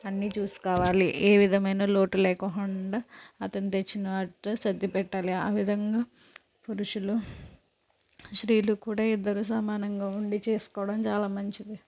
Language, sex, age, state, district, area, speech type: Telugu, female, 45-60, Andhra Pradesh, Konaseema, rural, spontaneous